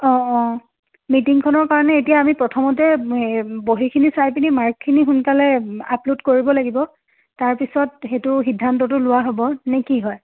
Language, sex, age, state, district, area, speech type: Assamese, female, 18-30, Assam, Dhemaji, rural, conversation